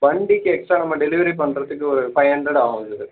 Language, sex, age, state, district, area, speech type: Tamil, male, 45-60, Tamil Nadu, Cuddalore, rural, conversation